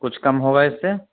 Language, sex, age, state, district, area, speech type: Urdu, male, 30-45, Uttar Pradesh, Gautam Buddha Nagar, urban, conversation